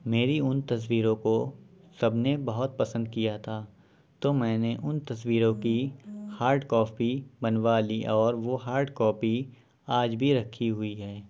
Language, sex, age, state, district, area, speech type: Urdu, male, 18-30, Uttar Pradesh, Shahjahanpur, rural, spontaneous